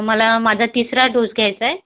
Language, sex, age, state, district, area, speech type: Marathi, female, 30-45, Maharashtra, Yavatmal, urban, conversation